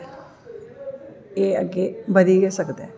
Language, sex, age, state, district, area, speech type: Dogri, female, 45-60, Jammu and Kashmir, Jammu, urban, spontaneous